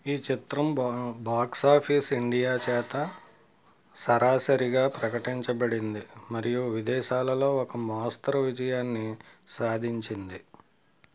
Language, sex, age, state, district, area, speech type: Telugu, male, 60+, Andhra Pradesh, West Godavari, rural, read